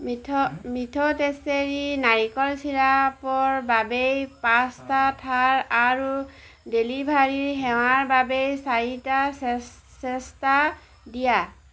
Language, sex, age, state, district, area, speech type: Assamese, female, 45-60, Assam, Golaghat, rural, read